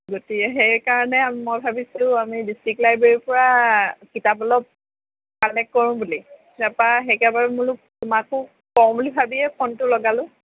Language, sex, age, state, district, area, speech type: Assamese, female, 30-45, Assam, Lakhimpur, rural, conversation